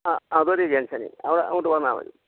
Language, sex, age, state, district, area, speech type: Malayalam, male, 45-60, Kerala, Kottayam, rural, conversation